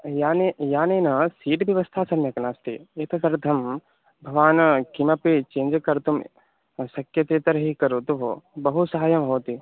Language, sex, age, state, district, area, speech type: Sanskrit, male, 18-30, Uttar Pradesh, Mirzapur, rural, conversation